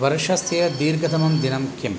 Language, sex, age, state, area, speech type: Sanskrit, male, 45-60, Tamil Nadu, rural, read